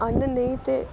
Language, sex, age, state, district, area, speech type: Dogri, female, 18-30, Jammu and Kashmir, Samba, rural, spontaneous